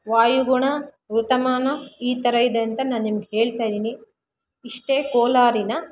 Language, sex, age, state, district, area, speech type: Kannada, female, 18-30, Karnataka, Kolar, rural, spontaneous